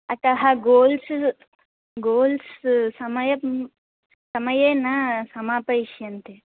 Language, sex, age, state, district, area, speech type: Sanskrit, other, 18-30, Andhra Pradesh, Chittoor, urban, conversation